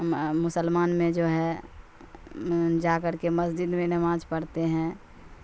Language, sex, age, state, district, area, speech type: Urdu, female, 45-60, Bihar, Supaul, rural, spontaneous